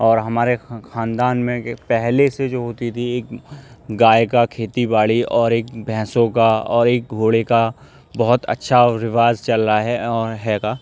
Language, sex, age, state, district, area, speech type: Urdu, male, 18-30, Uttar Pradesh, Aligarh, urban, spontaneous